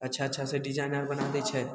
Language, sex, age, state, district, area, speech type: Maithili, male, 18-30, Bihar, Samastipur, rural, spontaneous